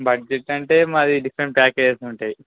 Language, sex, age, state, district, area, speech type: Telugu, male, 18-30, Telangana, Kamareddy, urban, conversation